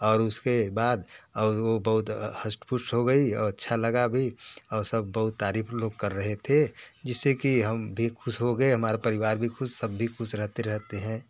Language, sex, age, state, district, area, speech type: Hindi, male, 45-60, Uttar Pradesh, Varanasi, urban, spontaneous